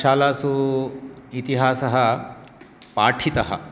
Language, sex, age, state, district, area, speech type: Sanskrit, male, 60+, Karnataka, Shimoga, urban, spontaneous